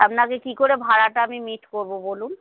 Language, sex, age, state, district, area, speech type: Bengali, female, 30-45, West Bengal, North 24 Parganas, urban, conversation